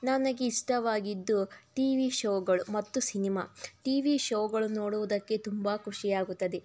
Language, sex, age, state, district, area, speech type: Kannada, female, 45-60, Karnataka, Tumkur, rural, spontaneous